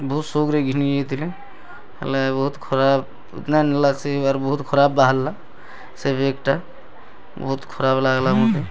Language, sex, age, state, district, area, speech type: Odia, male, 30-45, Odisha, Bargarh, rural, spontaneous